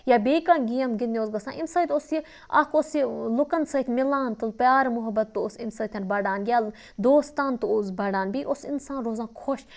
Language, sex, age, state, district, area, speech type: Kashmiri, female, 30-45, Jammu and Kashmir, Budgam, rural, spontaneous